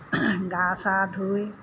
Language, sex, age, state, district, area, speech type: Assamese, female, 60+, Assam, Golaghat, urban, spontaneous